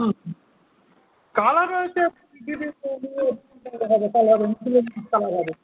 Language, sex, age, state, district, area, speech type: Bengali, male, 45-60, West Bengal, Hooghly, rural, conversation